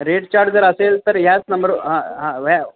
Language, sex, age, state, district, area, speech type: Marathi, male, 45-60, Maharashtra, Nanded, rural, conversation